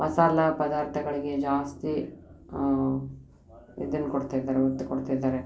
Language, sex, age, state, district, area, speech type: Kannada, female, 30-45, Karnataka, Koppal, rural, spontaneous